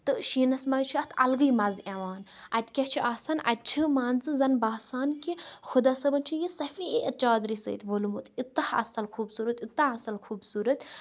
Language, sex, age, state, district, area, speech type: Kashmiri, female, 30-45, Jammu and Kashmir, Kupwara, rural, spontaneous